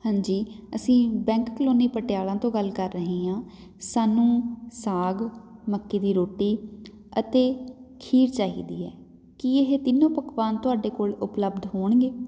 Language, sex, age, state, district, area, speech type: Punjabi, female, 30-45, Punjab, Patiala, rural, spontaneous